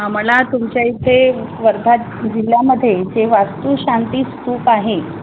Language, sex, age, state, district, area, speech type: Marathi, female, 45-60, Maharashtra, Wardha, urban, conversation